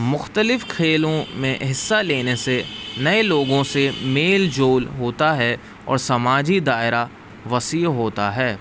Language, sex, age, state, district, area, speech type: Urdu, male, 18-30, Uttar Pradesh, Rampur, urban, spontaneous